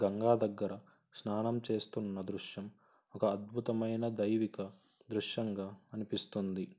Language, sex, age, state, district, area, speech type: Telugu, male, 18-30, Andhra Pradesh, Sri Satya Sai, urban, spontaneous